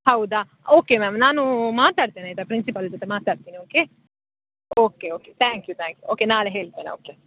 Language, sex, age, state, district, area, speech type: Kannada, female, 18-30, Karnataka, Dakshina Kannada, rural, conversation